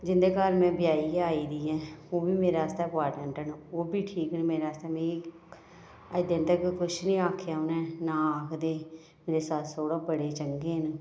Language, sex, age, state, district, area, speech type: Dogri, female, 30-45, Jammu and Kashmir, Reasi, rural, spontaneous